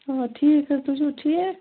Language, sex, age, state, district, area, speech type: Kashmiri, female, 18-30, Jammu and Kashmir, Bandipora, rural, conversation